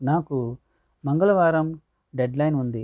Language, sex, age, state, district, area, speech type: Telugu, male, 30-45, Andhra Pradesh, West Godavari, rural, read